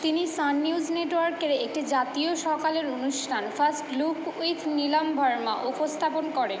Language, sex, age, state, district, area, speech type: Bengali, female, 45-60, West Bengal, Purba Bardhaman, urban, read